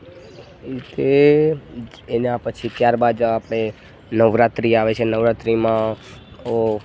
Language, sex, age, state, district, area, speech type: Gujarati, male, 18-30, Gujarat, Narmada, rural, spontaneous